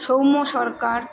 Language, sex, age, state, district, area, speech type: Bengali, female, 30-45, West Bengal, South 24 Parganas, urban, spontaneous